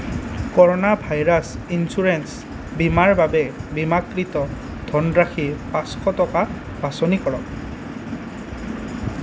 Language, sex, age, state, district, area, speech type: Assamese, male, 18-30, Assam, Nalbari, rural, read